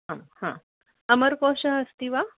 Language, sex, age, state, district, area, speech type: Sanskrit, female, 60+, Maharashtra, Wardha, urban, conversation